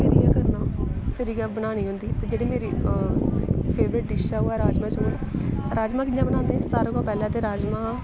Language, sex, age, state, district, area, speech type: Dogri, female, 18-30, Jammu and Kashmir, Samba, rural, spontaneous